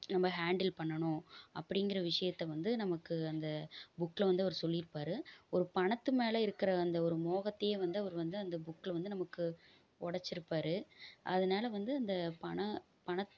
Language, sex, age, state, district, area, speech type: Tamil, female, 30-45, Tamil Nadu, Erode, rural, spontaneous